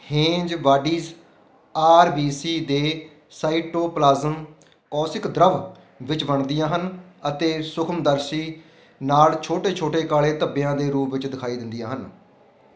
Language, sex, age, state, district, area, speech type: Punjabi, male, 45-60, Punjab, Fatehgarh Sahib, rural, read